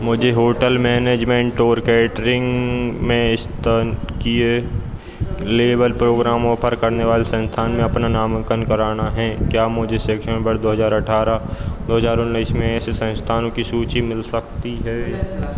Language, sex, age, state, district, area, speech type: Hindi, male, 18-30, Madhya Pradesh, Hoshangabad, rural, read